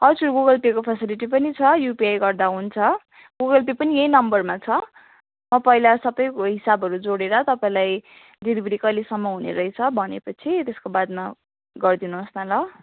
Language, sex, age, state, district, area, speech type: Nepali, female, 18-30, West Bengal, Jalpaiguri, urban, conversation